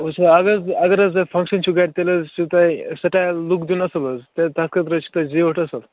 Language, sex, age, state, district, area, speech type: Kashmiri, male, 18-30, Jammu and Kashmir, Kupwara, urban, conversation